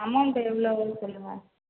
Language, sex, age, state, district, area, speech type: Tamil, female, 45-60, Tamil Nadu, Cuddalore, rural, conversation